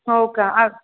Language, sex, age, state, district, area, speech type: Marathi, female, 18-30, Maharashtra, Buldhana, rural, conversation